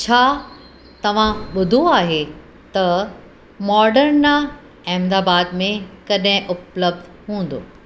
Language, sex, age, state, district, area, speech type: Sindhi, female, 45-60, Uttar Pradesh, Lucknow, rural, read